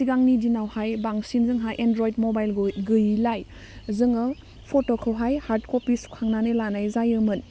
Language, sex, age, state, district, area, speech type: Bodo, female, 18-30, Assam, Udalguri, urban, spontaneous